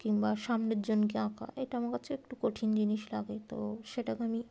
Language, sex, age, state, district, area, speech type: Bengali, female, 18-30, West Bengal, Darjeeling, urban, spontaneous